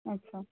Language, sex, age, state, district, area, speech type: Hindi, female, 18-30, Uttar Pradesh, Bhadohi, urban, conversation